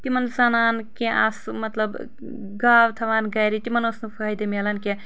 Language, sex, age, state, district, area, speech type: Kashmiri, female, 18-30, Jammu and Kashmir, Anantnag, urban, spontaneous